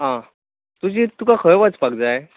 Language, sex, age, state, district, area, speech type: Goan Konkani, male, 18-30, Goa, Tiswadi, rural, conversation